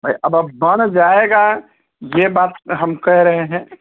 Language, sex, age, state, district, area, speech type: Hindi, male, 45-60, Uttar Pradesh, Ghazipur, rural, conversation